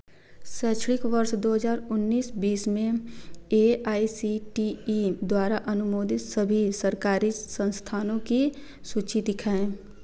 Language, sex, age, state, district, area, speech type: Hindi, female, 18-30, Uttar Pradesh, Varanasi, rural, read